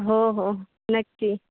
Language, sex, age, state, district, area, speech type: Marathi, female, 18-30, Maharashtra, Sindhudurg, urban, conversation